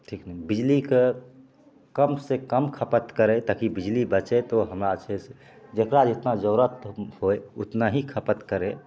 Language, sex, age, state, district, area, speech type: Maithili, male, 30-45, Bihar, Begusarai, urban, spontaneous